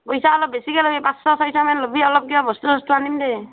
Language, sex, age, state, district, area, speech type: Assamese, female, 30-45, Assam, Barpeta, rural, conversation